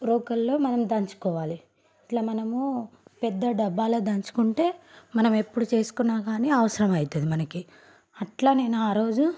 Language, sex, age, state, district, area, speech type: Telugu, female, 18-30, Telangana, Nalgonda, rural, spontaneous